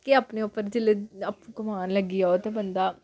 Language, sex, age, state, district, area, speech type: Dogri, female, 18-30, Jammu and Kashmir, Samba, rural, spontaneous